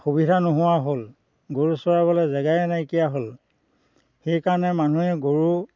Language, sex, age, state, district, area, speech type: Assamese, male, 60+, Assam, Dhemaji, rural, spontaneous